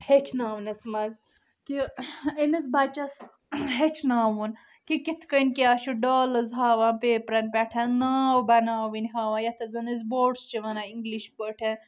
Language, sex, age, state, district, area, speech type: Kashmiri, male, 18-30, Jammu and Kashmir, Budgam, rural, spontaneous